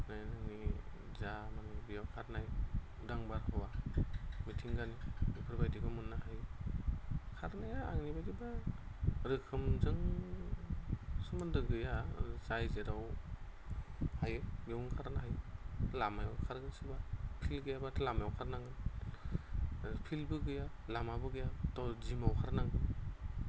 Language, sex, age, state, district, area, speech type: Bodo, male, 30-45, Assam, Goalpara, rural, spontaneous